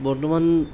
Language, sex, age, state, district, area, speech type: Assamese, male, 30-45, Assam, Nalbari, rural, spontaneous